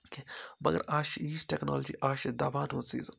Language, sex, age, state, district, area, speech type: Kashmiri, male, 30-45, Jammu and Kashmir, Baramulla, rural, spontaneous